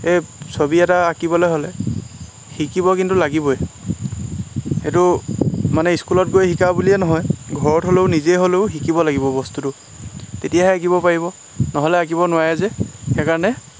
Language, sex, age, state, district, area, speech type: Assamese, male, 30-45, Assam, Lakhimpur, rural, spontaneous